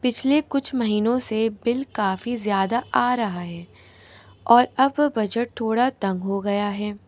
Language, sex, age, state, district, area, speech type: Urdu, female, 18-30, Delhi, North East Delhi, urban, spontaneous